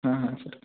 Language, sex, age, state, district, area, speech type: Marathi, male, 18-30, Maharashtra, Sangli, urban, conversation